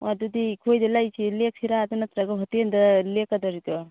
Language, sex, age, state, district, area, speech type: Manipuri, female, 45-60, Manipur, Churachandpur, urban, conversation